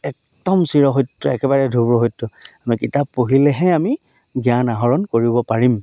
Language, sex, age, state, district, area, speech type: Assamese, male, 30-45, Assam, Dhemaji, rural, spontaneous